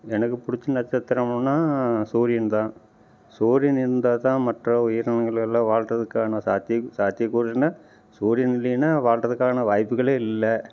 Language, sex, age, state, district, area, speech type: Tamil, male, 45-60, Tamil Nadu, Namakkal, rural, spontaneous